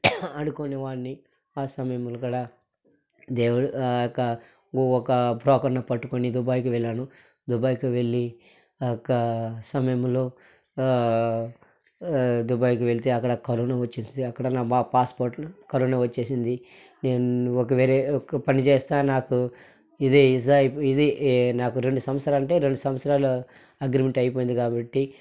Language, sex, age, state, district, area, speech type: Telugu, male, 45-60, Andhra Pradesh, Sri Balaji, urban, spontaneous